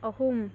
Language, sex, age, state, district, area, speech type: Manipuri, female, 18-30, Manipur, Thoubal, rural, spontaneous